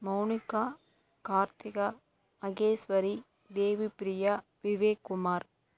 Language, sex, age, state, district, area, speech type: Tamil, female, 18-30, Tamil Nadu, Coimbatore, rural, spontaneous